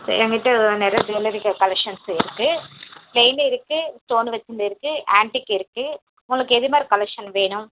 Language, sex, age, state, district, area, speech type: Tamil, female, 18-30, Tamil Nadu, Tiruvallur, urban, conversation